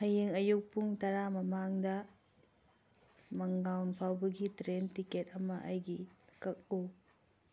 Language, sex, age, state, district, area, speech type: Manipuri, female, 45-60, Manipur, Tengnoupal, rural, read